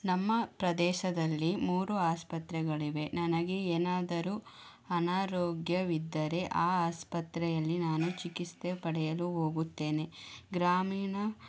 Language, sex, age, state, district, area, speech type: Kannada, female, 18-30, Karnataka, Chamarajanagar, rural, spontaneous